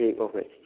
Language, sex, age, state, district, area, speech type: Hindi, male, 18-30, Rajasthan, Bharatpur, rural, conversation